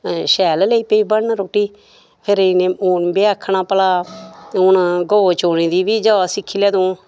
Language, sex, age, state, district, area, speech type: Dogri, female, 60+, Jammu and Kashmir, Samba, rural, spontaneous